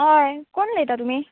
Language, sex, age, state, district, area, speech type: Goan Konkani, female, 18-30, Goa, Bardez, urban, conversation